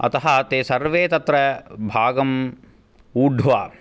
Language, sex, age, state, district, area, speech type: Sanskrit, male, 18-30, Karnataka, Bangalore Urban, urban, spontaneous